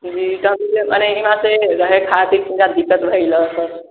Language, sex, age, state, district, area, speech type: Maithili, male, 18-30, Bihar, Sitamarhi, rural, conversation